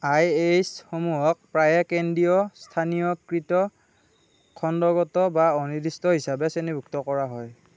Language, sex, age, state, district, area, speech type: Assamese, male, 45-60, Assam, Darrang, rural, read